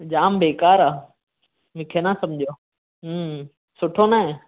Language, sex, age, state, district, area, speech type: Sindhi, male, 18-30, Maharashtra, Mumbai Suburban, urban, conversation